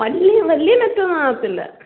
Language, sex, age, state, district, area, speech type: Malayalam, female, 18-30, Kerala, Kollam, rural, conversation